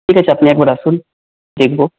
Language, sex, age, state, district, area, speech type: Bengali, male, 30-45, West Bengal, Paschim Bardhaman, urban, conversation